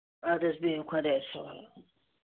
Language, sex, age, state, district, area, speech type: Kashmiri, male, 18-30, Jammu and Kashmir, Ganderbal, rural, conversation